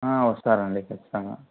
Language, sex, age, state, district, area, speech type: Telugu, male, 18-30, Andhra Pradesh, Anantapur, urban, conversation